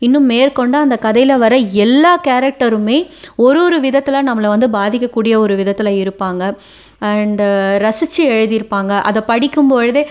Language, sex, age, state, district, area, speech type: Tamil, female, 30-45, Tamil Nadu, Cuddalore, urban, spontaneous